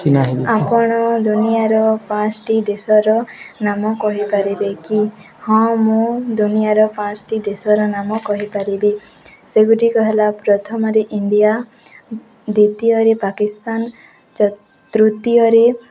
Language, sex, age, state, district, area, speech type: Odia, female, 18-30, Odisha, Nuapada, urban, spontaneous